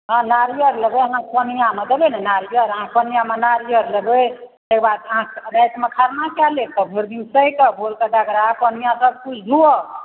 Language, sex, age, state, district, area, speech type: Maithili, female, 60+, Bihar, Supaul, rural, conversation